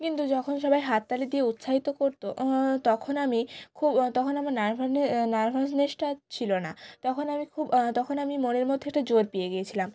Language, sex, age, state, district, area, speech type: Bengali, female, 18-30, West Bengal, Jalpaiguri, rural, spontaneous